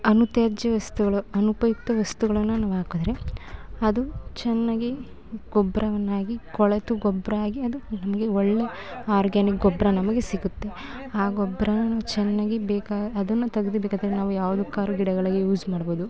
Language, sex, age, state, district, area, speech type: Kannada, female, 18-30, Karnataka, Mandya, rural, spontaneous